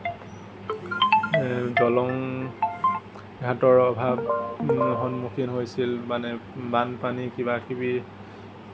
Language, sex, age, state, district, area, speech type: Assamese, male, 18-30, Assam, Kamrup Metropolitan, urban, spontaneous